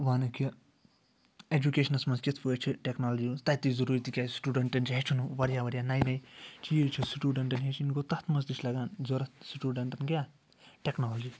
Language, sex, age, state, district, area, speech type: Kashmiri, male, 30-45, Jammu and Kashmir, Srinagar, urban, spontaneous